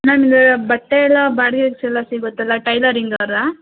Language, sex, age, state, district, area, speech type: Kannada, female, 18-30, Karnataka, Hassan, urban, conversation